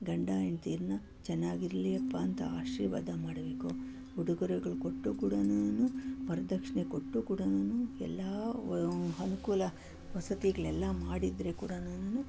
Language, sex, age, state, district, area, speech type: Kannada, female, 45-60, Karnataka, Bangalore Urban, urban, spontaneous